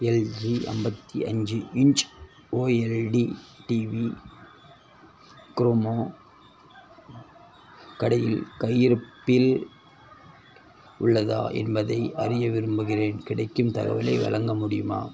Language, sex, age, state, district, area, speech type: Tamil, male, 30-45, Tamil Nadu, Tirunelveli, rural, read